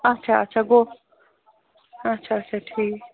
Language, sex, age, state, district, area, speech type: Kashmiri, female, 30-45, Jammu and Kashmir, Srinagar, urban, conversation